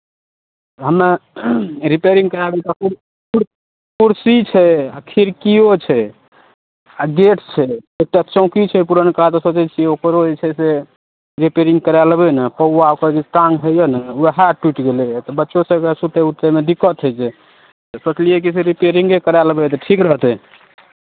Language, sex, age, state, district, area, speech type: Maithili, male, 45-60, Bihar, Madhepura, rural, conversation